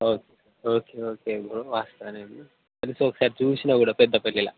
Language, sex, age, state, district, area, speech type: Telugu, male, 18-30, Telangana, Peddapalli, rural, conversation